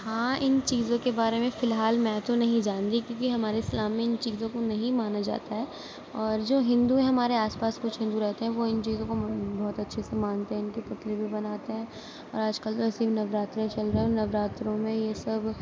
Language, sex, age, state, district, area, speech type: Urdu, female, 18-30, Uttar Pradesh, Gautam Buddha Nagar, urban, spontaneous